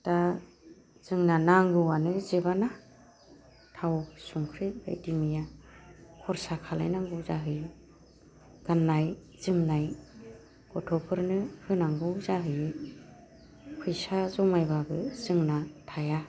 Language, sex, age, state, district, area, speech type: Bodo, female, 45-60, Assam, Baksa, rural, spontaneous